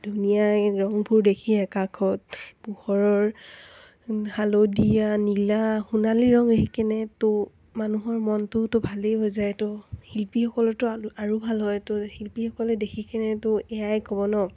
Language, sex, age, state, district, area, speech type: Assamese, female, 18-30, Assam, Dibrugarh, rural, spontaneous